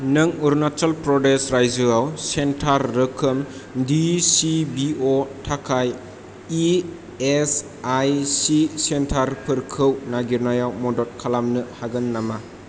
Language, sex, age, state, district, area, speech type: Bodo, male, 18-30, Assam, Kokrajhar, rural, read